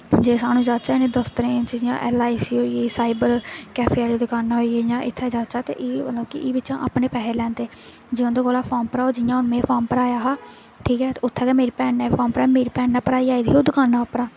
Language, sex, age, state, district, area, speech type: Dogri, female, 18-30, Jammu and Kashmir, Jammu, rural, spontaneous